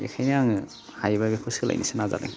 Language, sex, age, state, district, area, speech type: Bodo, male, 30-45, Assam, Baksa, rural, spontaneous